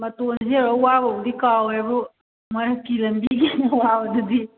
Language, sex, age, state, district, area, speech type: Manipuri, female, 30-45, Manipur, Imphal West, urban, conversation